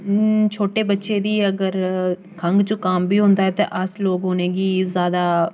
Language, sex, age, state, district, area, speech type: Dogri, female, 18-30, Jammu and Kashmir, Jammu, rural, spontaneous